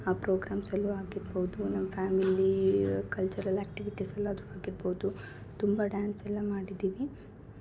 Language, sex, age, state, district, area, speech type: Kannada, female, 18-30, Karnataka, Chikkaballapur, urban, spontaneous